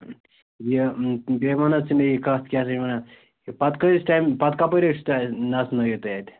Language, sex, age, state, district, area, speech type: Kashmiri, male, 30-45, Jammu and Kashmir, Bandipora, rural, conversation